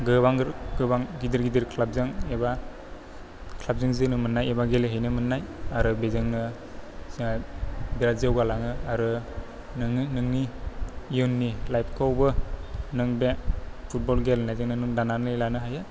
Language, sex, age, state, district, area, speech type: Bodo, male, 18-30, Assam, Chirang, rural, spontaneous